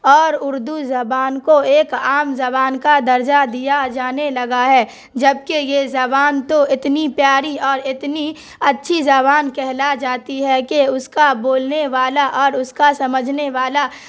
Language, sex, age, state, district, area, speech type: Urdu, female, 18-30, Bihar, Darbhanga, rural, spontaneous